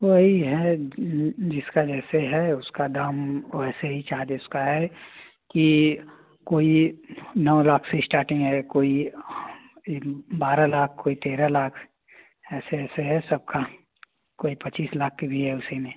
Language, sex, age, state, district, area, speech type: Hindi, male, 18-30, Uttar Pradesh, Azamgarh, rural, conversation